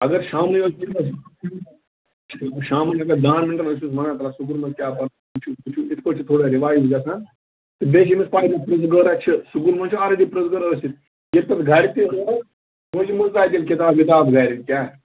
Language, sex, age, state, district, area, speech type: Kashmiri, male, 45-60, Jammu and Kashmir, Bandipora, rural, conversation